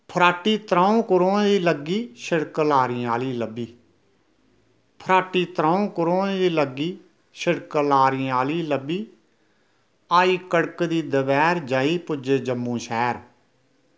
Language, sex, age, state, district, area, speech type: Dogri, male, 60+, Jammu and Kashmir, Reasi, rural, spontaneous